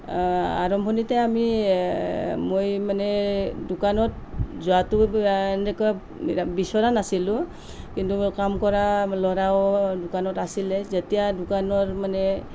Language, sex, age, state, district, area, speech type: Assamese, female, 45-60, Assam, Nalbari, rural, spontaneous